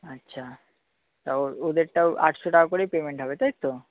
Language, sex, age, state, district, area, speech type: Bengali, male, 30-45, West Bengal, Purba Bardhaman, urban, conversation